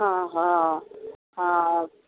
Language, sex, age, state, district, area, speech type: Odia, female, 60+, Odisha, Jharsuguda, rural, conversation